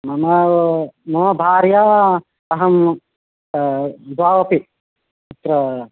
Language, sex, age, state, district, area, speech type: Sanskrit, male, 45-60, Karnataka, Uttara Kannada, rural, conversation